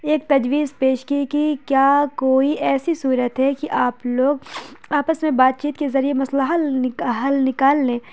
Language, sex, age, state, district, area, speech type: Urdu, female, 30-45, Uttar Pradesh, Lucknow, rural, spontaneous